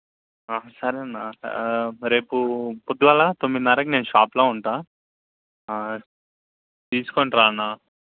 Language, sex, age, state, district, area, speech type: Telugu, male, 18-30, Telangana, Sangareddy, urban, conversation